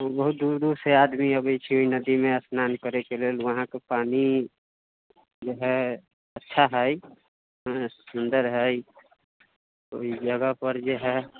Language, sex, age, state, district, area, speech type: Maithili, male, 45-60, Bihar, Sitamarhi, rural, conversation